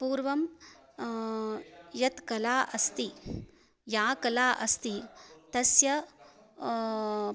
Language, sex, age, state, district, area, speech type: Sanskrit, female, 30-45, Karnataka, Shimoga, rural, spontaneous